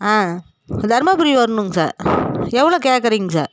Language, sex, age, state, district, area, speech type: Tamil, female, 45-60, Tamil Nadu, Dharmapuri, rural, spontaneous